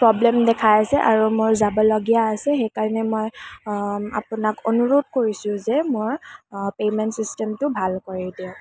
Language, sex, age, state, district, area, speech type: Assamese, female, 18-30, Assam, Kamrup Metropolitan, urban, spontaneous